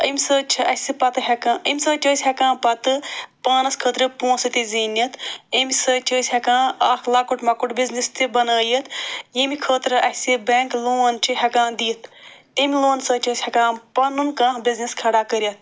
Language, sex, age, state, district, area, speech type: Kashmiri, female, 45-60, Jammu and Kashmir, Srinagar, urban, spontaneous